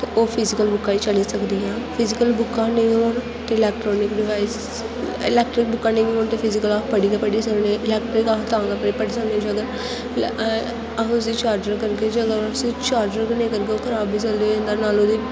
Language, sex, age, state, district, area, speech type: Dogri, female, 18-30, Jammu and Kashmir, Kathua, rural, spontaneous